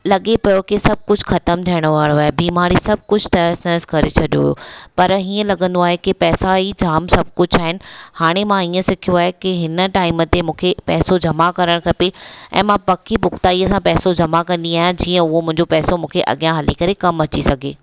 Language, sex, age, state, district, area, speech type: Sindhi, female, 30-45, Maharashtra, Thane, urban, spontaneous